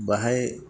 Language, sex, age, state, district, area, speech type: Bodo, male, 45-60, Assam, Kokrajhar, rural, spontaneous